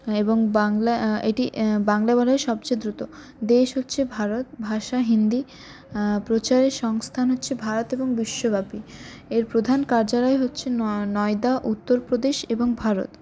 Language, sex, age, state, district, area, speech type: Bengali, female, 18-30, West Bengal, Paschim Bardhaman, urban, spontaneous